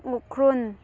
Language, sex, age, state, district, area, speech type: Manipuri, female, 18-30, Manipur, Thoubal, rural, spontaneous